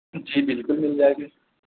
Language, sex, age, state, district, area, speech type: Urdu, male, 30-45, Uttar Pradesh, Azamgarh, rural, conversation